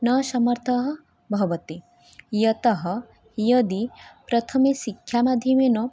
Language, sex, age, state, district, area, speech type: Sanskrit, female, 18-30, Odisha, Mayurbhanj, rural, spontaneous